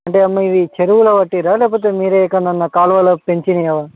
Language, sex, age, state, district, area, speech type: Telugu, male, 30-45, Telangana, Hyderabad, urban, conversation